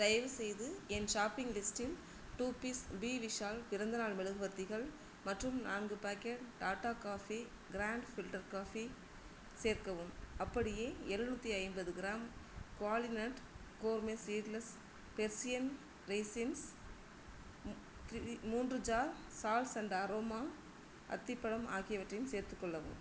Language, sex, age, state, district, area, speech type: Tamil, female, 30-45, Tamil Nadu, Tiruchirappalli, rural, read